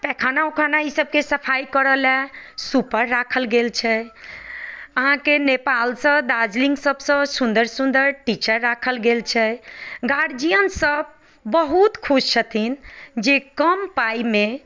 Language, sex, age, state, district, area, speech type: Maithili, female, 45-60, Bihar, Madhubani, rural, spontaneous